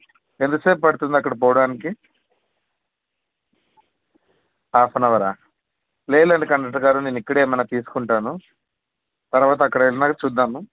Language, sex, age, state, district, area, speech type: Telugu, male, 18-30, Andhra Pradesh, Anantapur, urban, conversation